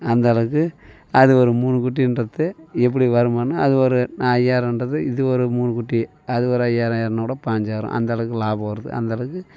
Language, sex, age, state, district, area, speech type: Tamil, male, 45-60, Tamil Nadu, Tiruvannamalai, rural, spontaneous